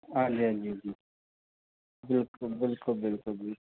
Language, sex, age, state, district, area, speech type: Punjabi, male, 45-60, Punjab, Pathankot, rural, conversation